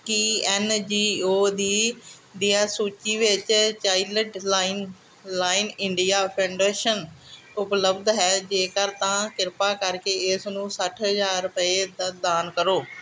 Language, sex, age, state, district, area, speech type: Punjabi, female, 45-60, Punjab, Gurdaspur, rural, read